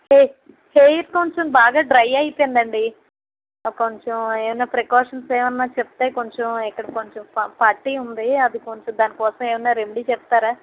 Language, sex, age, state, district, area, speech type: Telugu, female, 30-45, Andhra Pradesh, N T Rama Rao, rural, conversation